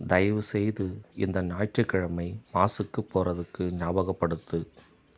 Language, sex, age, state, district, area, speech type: Tamil, male, 30-45, Tamil Nadu, Tiruvannamalai, rural, read